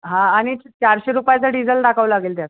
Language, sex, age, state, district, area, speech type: Marathi, male, 18-30, Maharashtra, Buldhana, urban, conversation